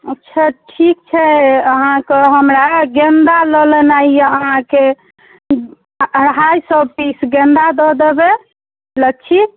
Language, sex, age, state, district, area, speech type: Maithili, female, 30-45, Bihar, Darbhanga, urban, conversation